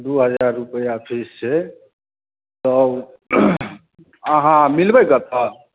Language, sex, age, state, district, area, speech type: Maithili, male, 30-45, Bihar, Darbhanga, urban, conversation